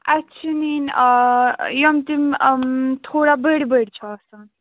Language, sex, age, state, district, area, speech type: Kashmiri, female, 18-30, Jammu and Kashmir, Ganderbal, rural, conversation